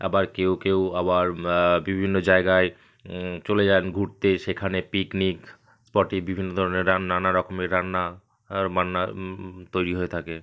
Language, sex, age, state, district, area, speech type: Bengali, male, 30-45, West Bengal, South 24 Parganas, rural, spontaneous